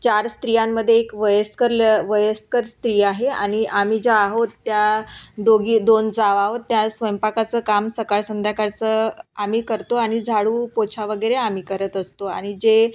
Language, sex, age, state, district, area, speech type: Marathi, female, 30-45, Maharashtra, Nagpur, urban, spontaneous